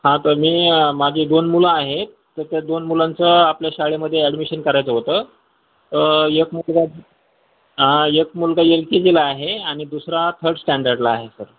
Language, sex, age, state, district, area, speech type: Marathi, male, 45-60, Maharashtra, Jalna, urban, conversation